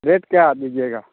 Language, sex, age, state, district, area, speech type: Hindi, male, 60+, Bihar, Samastipur, urban, conversation